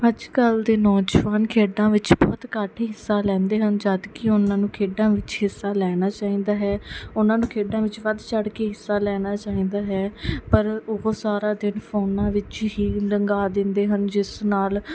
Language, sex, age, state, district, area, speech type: Punjabi, female, 18-30, Punjab, Mansa, urban, spontaneous